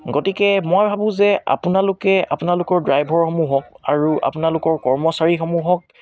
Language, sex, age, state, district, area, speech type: Assamese, male, 18-30, Assam, Tinsukia, rural, spontaneous